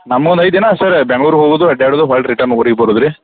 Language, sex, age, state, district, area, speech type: Kannada, male, 30-45, Karnataka, Belgaum, rural, conversation